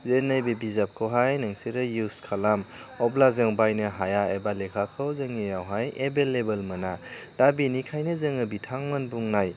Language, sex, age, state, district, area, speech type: Bodo, male, 30-45, Assam, Chirang, rural, spontaneous